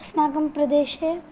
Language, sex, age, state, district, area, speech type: Sanskrit, female, 18-30, Karnataka, Bagalkot, rural, spontaneous